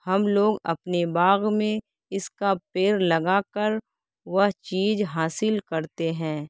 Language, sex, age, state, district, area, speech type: Urdu, female, 18-30, Bihar, Saharsa, rural, spontaneous